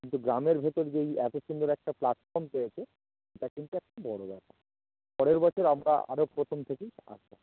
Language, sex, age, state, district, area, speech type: Bengali, male, 30-45, West Bengal, North 24 Parganas, urban, conversation